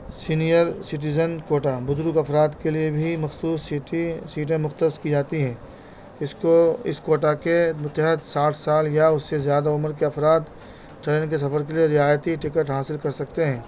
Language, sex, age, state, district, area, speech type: Urdu, male, 30-45, Delhi, North East Delhi, urban, spontaneous